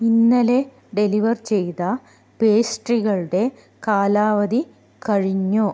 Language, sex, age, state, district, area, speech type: Malayalam, female, 30-45, Kerala, Kannur, rural, read